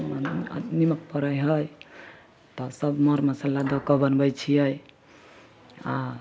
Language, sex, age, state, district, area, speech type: Maithili, female, 30-45, Bihar, Samastipur, rural, spontaneous